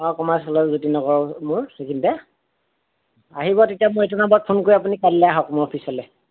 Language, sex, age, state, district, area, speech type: Assamese, male, 30-45, Assam, Golaghat, urban, conversation